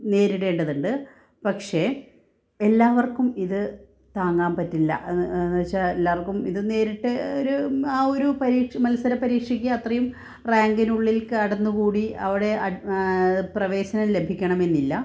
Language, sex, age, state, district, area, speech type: Malayalam, female, 30-45, Kerala, Kannur, urban, spontaneous